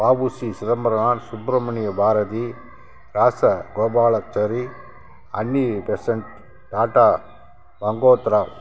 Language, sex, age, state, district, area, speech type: Tamil, male, 60+, Tamil Nadu, Kallakurichi, rural, spontaneous